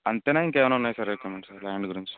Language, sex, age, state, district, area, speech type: Telugu, male, 30-45, Andhra Pradesh, Alluri Sitarama Raju, rural, conversation